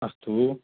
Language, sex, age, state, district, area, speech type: Sanskrit, male, 30-45, Andhra Pradesh, Chittoor, urban, conversation